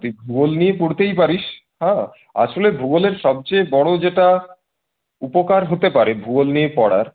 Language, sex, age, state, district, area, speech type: Bengali, male, 18-30, West Bengal, Purulia, urban, conversation